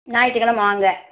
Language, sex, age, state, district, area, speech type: Tamil, female, 45-60, Tamil Nadu, Madurai, urban, conversation